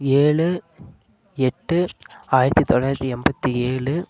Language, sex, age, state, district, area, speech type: Tamil, male, 18-30, Tamil Nadu, Namakkal, rural, spontaneous